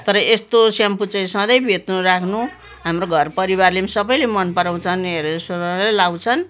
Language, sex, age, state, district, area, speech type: Nepali, female, 60+, West Bengal, Jalpaiguri, urban, spontaneous